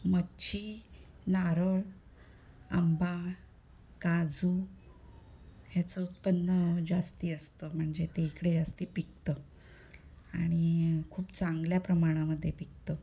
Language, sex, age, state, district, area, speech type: Marathi, female, 45-60, Maharashtra, Ratnagiri, urban, spontaneous